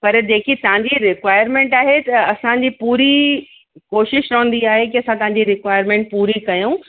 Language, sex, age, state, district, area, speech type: Sindhi, female, 60+, Uttar Pradesh, Lucknow, rural, conversation